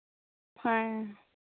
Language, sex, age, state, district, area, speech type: Santali, female, 18-30, Jharkhand, Pakur, rural, conversation